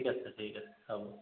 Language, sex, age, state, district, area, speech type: Assamese, male, 30-45, Assam, Majuli, urban, conversation